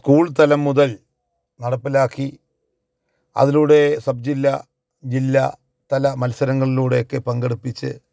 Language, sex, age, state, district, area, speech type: Malayalam, male, 45-60, Kerala, Kollam, rural, spontaneous